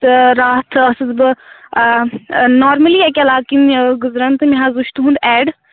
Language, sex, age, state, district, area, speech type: Kashmiri, female, 18-30, Jammu and Kashmir, Anantnag, rural, conversation